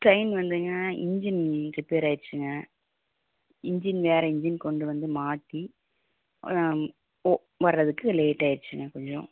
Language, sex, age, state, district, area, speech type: Tamil, female, 30-45, Tamil Nadu, Coimbatore, urban, conversation